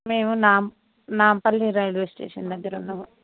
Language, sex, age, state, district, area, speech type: Telugu, female, 45-60, Telangana, Hyderabad, rural, conversation